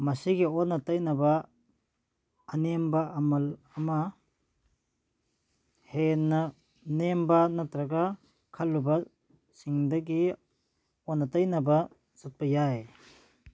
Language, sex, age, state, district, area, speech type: Manipuri, male, 45-60, Manipur, Churachandpur, rural, read